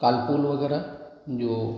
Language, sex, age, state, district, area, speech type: Hindi, male, 30-45, Bihar, Samastipur, rural, spontaneous